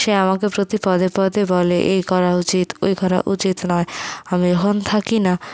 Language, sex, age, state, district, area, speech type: Bengali, female, 60+, West Bengal, Purulia, rural, spontaneous